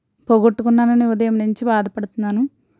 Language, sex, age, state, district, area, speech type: Telugu, female, 45-60, Andhra Pradesh, East Godavari, rural, spontaneous